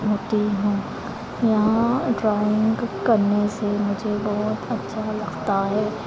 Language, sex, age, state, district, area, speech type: Hindi, female, 18-30, Madhya Pradesh, Harda, urban, spontaneous